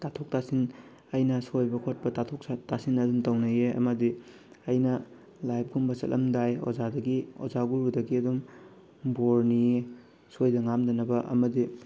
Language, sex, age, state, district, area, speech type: Manipuri, male, 18-30, Manipur, Bishnupur, rural, spontaneous